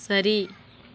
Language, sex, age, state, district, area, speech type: Tamil, female, 18-30, Tamil Nadu, Kallakurichi, urban, read